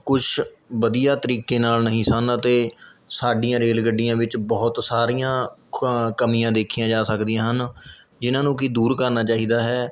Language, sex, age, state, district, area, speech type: Punjabi, male, 18-30, Punjab, Mohali, rural, spontaneous